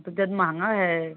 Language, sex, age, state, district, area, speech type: Hindi, female, 18-30, Uttar Pradesh, Jaunpur, rural, conversation